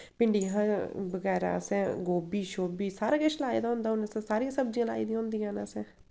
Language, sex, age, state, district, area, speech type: Dogri, female, 18-30, Jammu and Kashmir, Samba, rural, spontaneous